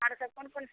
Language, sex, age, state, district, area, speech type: Maithili, female, 18-30, Bihar, Purnia, rural, conversation